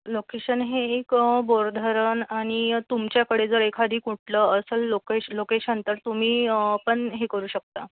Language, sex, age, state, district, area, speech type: Marathi, female, 18-30, Maharashtra, Thane, rural, conversation